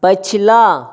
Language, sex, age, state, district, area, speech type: Maithili, male, 18-30, Bihar, Saharsa, rural, read